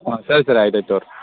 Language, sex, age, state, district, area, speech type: Kannada, male, 30-45, Karnataka, Belgaum, rural, conversation